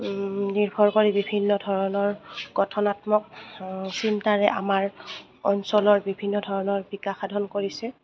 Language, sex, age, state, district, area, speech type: Assamese, female, 30-45, Assam, Goalpara, rural, spontaneous